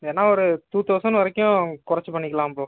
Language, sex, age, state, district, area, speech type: Tamil, male, 30-45, Tamil Nadu, Ariyalur, rural, conversation